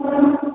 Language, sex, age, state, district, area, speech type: Maithili, male, 30-45, Bihar, Supaul, rural, conversation